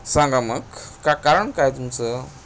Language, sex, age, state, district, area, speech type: Marathi, male, 18-30, Maharashtra, Gadchiroli, rural, spontaneous